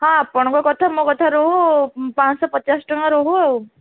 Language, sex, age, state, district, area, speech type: Odia, female, 18-30, Odisha, Bhadrak, rural, conversation